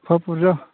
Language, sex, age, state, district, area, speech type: Bodo, male, 45-60, Assam, Chirang, rural, conversation